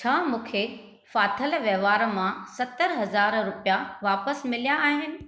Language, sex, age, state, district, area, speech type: Sindhi, female, 45-60, Maharashtra, Thane, urban, read